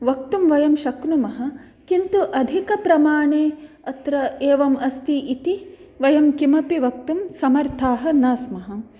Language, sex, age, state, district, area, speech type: Sanskrit, female, 18-30, Karnataka, Dakshina Kannada, rural, spontaneous